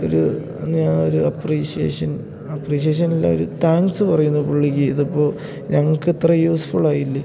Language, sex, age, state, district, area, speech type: Malayalam, male, 18-30, Kerala, Idukki, rural, spontaneous